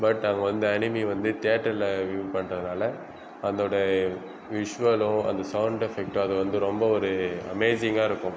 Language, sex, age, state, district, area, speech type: Tamil, male, 18-30, Tamil Nadu, Viluppuram, urban, spontaneous